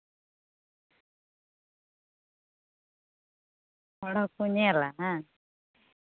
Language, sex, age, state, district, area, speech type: Santali, female, 18-30, West Bengal, Uttar Dinajpur, rural, conversation